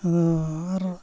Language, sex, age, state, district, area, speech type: Santali, male, 45-60, Odisha, Mayurbhanj, rural, spontaneous